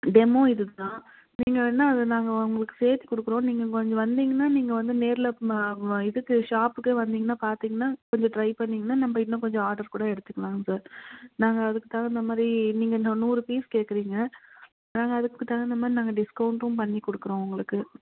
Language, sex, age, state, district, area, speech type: Tamil, female, 45-60, Tamil Nadu, Krishnagiri, rural, conversation